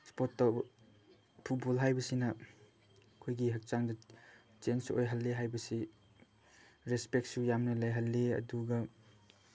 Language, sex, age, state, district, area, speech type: Manipuri, male, 18-30, Manipur, Chandel, rural, spontaneous